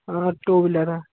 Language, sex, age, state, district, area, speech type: Hindi, male, 18-30, Bihar, Vaishali, rural, conversation